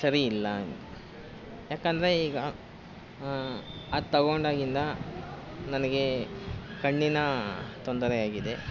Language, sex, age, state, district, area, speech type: Kannada, male, 18-30, Karnataka, Kolar, rural, spontaneous